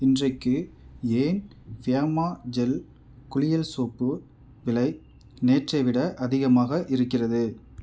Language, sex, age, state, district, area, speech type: Tamil, male, 45-60, Tamil Nadu, Mayiladuthurai, rural, read